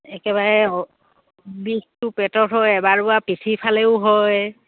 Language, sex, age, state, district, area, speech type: Assamese, female, 60+, Assam, Dibrugarh, rural, conversation